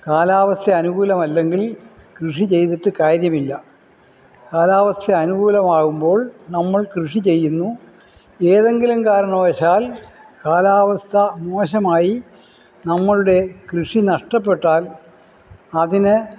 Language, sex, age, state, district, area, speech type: Malayalam, male, 60+, Kerala, Kollam, rural, spontaneous